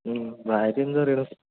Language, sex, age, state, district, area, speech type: Malayalam, male, 18-30, Kerala, Palakkad, urban, conversation